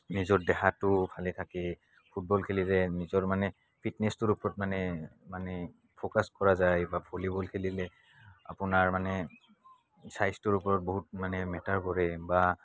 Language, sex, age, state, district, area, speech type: Assamese, male, 18-30, Assam, Barpeta, rural, spontaneous